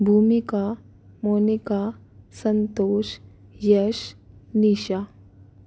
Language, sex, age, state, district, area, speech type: Hindi, female, 18-30, Rajasthan, Jaipur, urban, spontaneous